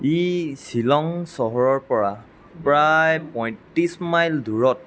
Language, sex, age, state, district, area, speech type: Assamese, male, 45-60, Assam, Lakhimpur, rural, read